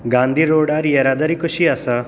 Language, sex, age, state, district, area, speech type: Goan Konkani, male, 30-45, Goa, Tiswadi, rural, read